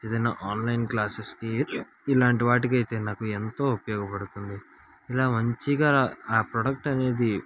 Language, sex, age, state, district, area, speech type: Telugu, male, 18-30, Andhra Pradesh, Srikakulam, urban, spontaneous